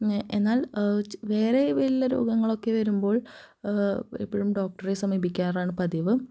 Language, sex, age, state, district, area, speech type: Malayalam, female, 18-30, Kerala, Thrissur, rural, spontaneous